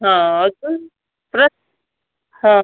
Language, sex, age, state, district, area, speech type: Marathi, female, 30-45, Maharashtra, Amravati, rural, conversation